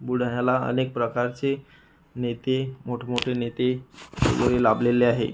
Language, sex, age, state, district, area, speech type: Marathi, male, 30-45, Maharashtra, Buldhana, urban, spontaneous